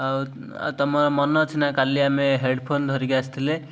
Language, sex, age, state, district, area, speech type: Odia, male, 18-30, Odisha, Ganjam, urban, spontaneous